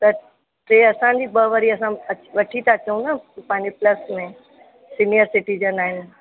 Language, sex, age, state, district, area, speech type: Sindhi, female, 60+, Uttar Pradesh, Lucknow, urban, conversation